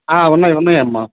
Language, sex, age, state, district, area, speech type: Telugu, male, 60+, Andhra Pradesh, Bapatla, urban, conversation